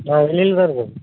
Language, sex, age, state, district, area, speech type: Tamil, male, 45-60, Tamil Nadu, Madurai, urban, conversation